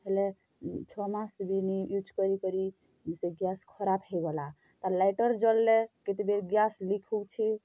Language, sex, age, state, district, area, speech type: Odia, female, 30-45, Odisha, Kalahandi, rural, spontaneous